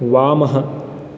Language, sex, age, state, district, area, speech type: Sanskrit, male, 30-45, Karnataka, Uttara Kannada, rural, read